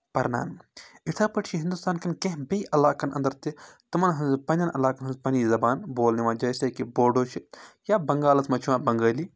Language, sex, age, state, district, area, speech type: Kashmiri, male, 30-45, Jammu and Kashmir, Baramulla, rural, spontaneous